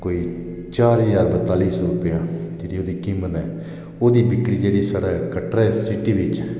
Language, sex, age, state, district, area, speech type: Dogri, male, 45-60, Jammu and Kashmir, Reasi, rural, spontaneous